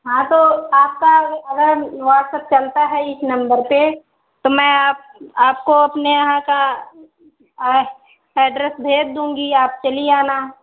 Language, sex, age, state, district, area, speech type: Hindi, female, 45-60, Uttar Pradesh, Ayodhya, rural, conversation